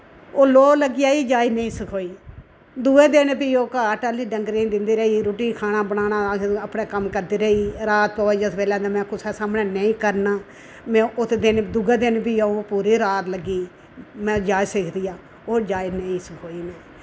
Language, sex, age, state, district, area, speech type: Dogri, female, 60+, Jammu and Kashmir, Udhampur, rural, spontaneous